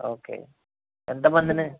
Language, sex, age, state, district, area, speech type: Telugu, male, 30-45, Andhra Pradesh, Anantapur, urban, conversation